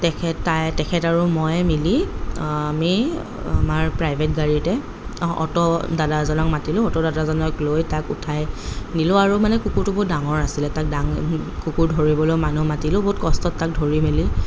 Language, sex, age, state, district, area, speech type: Assamese, female, 30-45, Assam, Kamrup Metropolitan, urban, spontaneous